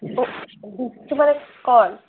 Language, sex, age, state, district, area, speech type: Assamese, female, 18-30, Assam, Barpeta, rural, conversation